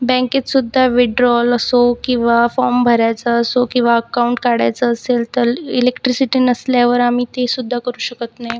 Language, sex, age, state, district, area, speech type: Marathi, female, 18-30, Maharashtra, Buldhana, rural, spontaneous